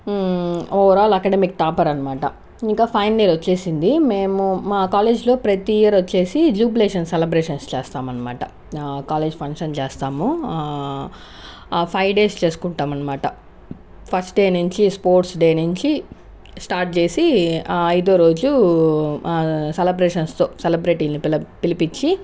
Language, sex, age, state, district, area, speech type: Telugu, female, 30-45, Andhra Pradesh, Sri Balaji, rural, spontaneous